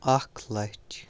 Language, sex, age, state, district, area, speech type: Kashmiri, male, 30-45, Jammu and Kashmir, Kupwara, rural, spontaneous